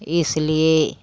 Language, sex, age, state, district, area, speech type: Hindi, female, 60+, Uttar Pradesh, Ghazipur, rural, spontaneous